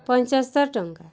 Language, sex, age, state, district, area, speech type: Odia, female, 30-45, Odisha, Bargarh, urban, spontaneous